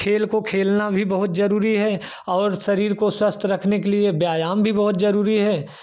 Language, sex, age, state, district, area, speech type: Hindi, male, 30-45, Uttar Pradesh, Jaunpur, rural, spontaneous